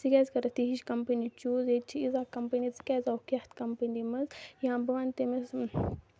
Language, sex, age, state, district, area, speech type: Kashmiri, female, 18-30, Jammu and Kashmir, Kupwara, rural, spontaneous